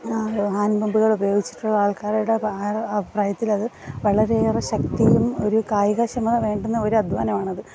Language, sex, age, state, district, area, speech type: Malayalam, female, 30-45, Kerala, Kollam, rural, spontaneous